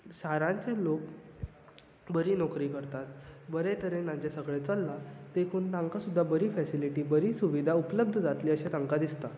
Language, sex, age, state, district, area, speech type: Goan Konkani, male, 18-30, Goa, Bardez, urban, spontaneous